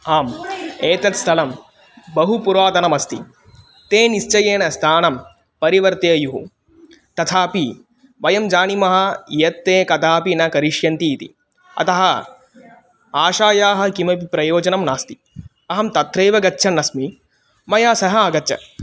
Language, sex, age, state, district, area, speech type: Sanskrit, male, 18-30, Tamil Nadu, Kanyakumari, urban, read